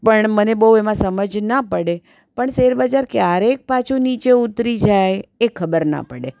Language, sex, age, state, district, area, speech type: Gujarati, female, 60+, Gujarat, Surat, urban, spontaneous